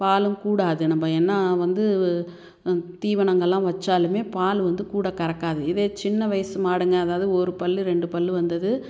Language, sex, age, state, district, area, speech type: Tamil, female, 60+, Tamil Nadu, Tiruchirappalli, rural, spontaneous